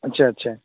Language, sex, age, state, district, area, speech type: Urdu, male, 30-45, Bihar, Saharsa, rural, conversation